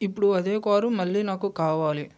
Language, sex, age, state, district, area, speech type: Telugu, male, 45-60, Andhra Pradesh, West Godavari, rural, spontaneous